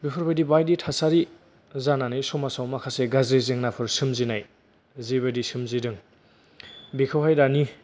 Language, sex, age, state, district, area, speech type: Bodo, male, 18-30, Assam, Kokrajhar, rural, spontaneous